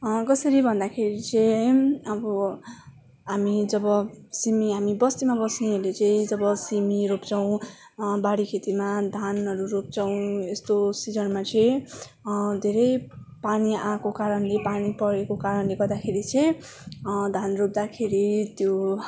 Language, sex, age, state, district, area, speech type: Nepali, female, 18-30, West Bengal, Darjeeling, rural, spontaneous